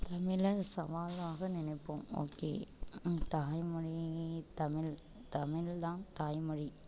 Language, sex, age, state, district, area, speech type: Tamil, female, 60+, Tamil Nadu, Ariyalur, rural, spontaneous